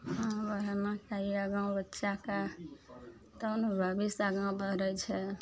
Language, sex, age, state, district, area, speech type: Maithili, female, 45-60, Bihar, Araria, rural, spontaneous